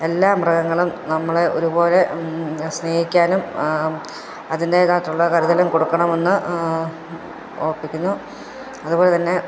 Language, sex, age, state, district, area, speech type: Malayalam, female, 30-45, Kerala, Pathanamthitta, rural, spontaneous